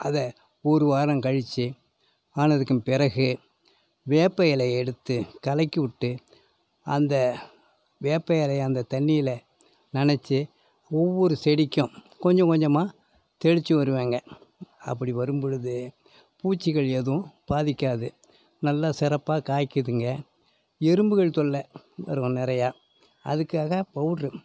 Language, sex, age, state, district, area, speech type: Tamil, male, 60+, Tamil Nadu, Thanjavur, rural, spontaneous